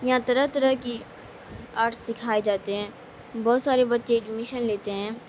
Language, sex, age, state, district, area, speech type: Urdu, female, 18-30, Bihar, Madhubani, rural, spontaneous